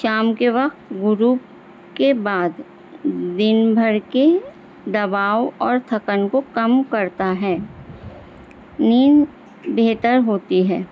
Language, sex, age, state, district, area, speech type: Urdu, female, 45-60, Delhi, North East Delhi, urban, spontaneous